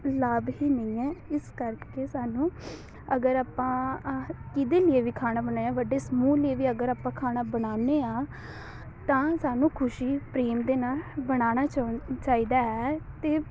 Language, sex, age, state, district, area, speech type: Punjabi, female, 18-30, Punjab, Amritsar, urban, spontaneous